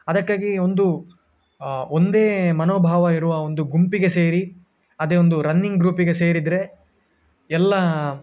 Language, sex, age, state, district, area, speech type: Kannada, male, 18-30, Karnataka, Dakshina Kannada, urban, spontaneous